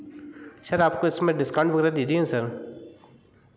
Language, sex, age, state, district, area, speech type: Hindi, male, 30-45, Madhya Pradesh, Hoshangabad, urban, spontaneous